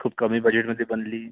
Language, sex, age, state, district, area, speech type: Marathi, male, 30-45, Maharashtra, Yavatmal, urban, conversation